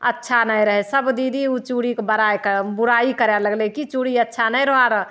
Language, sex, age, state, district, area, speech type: Maithili, female, 18-30, Bihar, Begusarai, rural, spontaneous